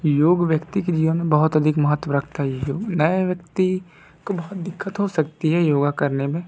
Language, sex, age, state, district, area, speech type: Hindi, male, 60+, Madhya Pradesh, Balaghat, rural, spontaneous